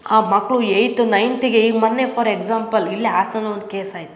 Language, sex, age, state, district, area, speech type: Kannada, female, 30-45, Karnataka, Hassan, rural, spontaneous